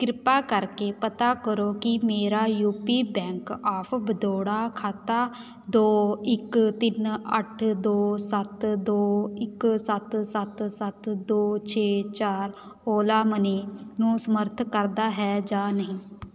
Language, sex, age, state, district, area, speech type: Punjabi, female, 18-30, Punjab, Patiala, urban, read